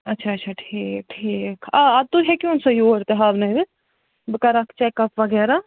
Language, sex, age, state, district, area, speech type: Kashmiri, female, 45-60, Jammu and Kashmir, Budgam, rural, conversation